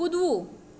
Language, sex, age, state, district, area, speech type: Gujarati, female, 45-60, Gujarat, Surat, urban, read